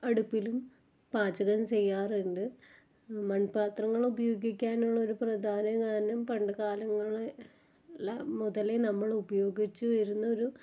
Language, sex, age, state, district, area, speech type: Malayalam, female, 30-45, Kerala, Ernakulam, rural, spontaneous